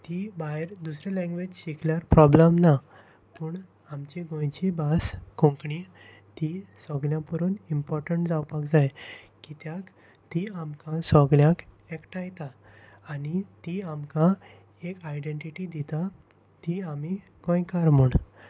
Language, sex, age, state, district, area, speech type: Goan Konkani, male, 18-30, Goa, Salcete, rural, spontaneous